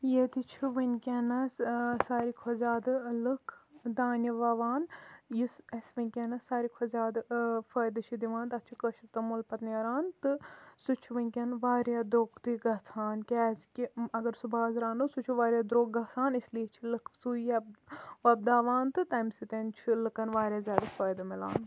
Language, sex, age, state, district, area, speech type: Kashmiri, female, 18-30, Jammu and Kashmir, Kulgam, rural, spontaneous